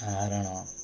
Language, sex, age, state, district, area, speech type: Odia, male, 18-30, Odisha, Ganjam, urban, spontaneous